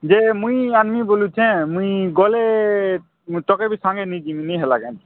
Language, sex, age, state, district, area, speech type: Odia, male, 18-30, Odisha, Kalahandi, rural, conversation